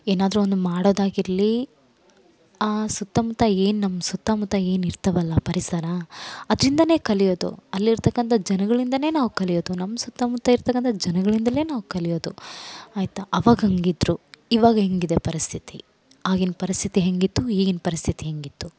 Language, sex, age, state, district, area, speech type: Kannada, female, 18-30, Karnataka, Vijayanagara, rural, spontaneous